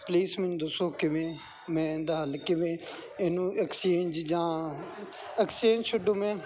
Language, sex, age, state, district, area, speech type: Punjabi, male, 18-30, Punjab, Bathinda, rural, spontaneous